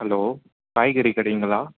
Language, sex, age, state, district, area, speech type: Tamil, male, 18-30, Tamil Nadu, Chennai, urban, conversation